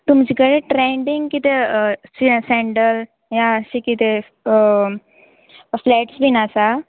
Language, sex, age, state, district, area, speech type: Goan Konkani, female, 18-30, Goa, Murmgao, rural, conversation